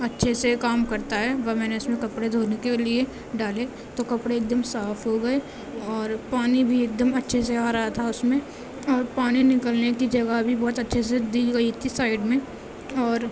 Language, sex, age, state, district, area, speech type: Urdu, female, 18-30, Uttar Pradesh, Gautam Buddha Nagar, urban, spontaneous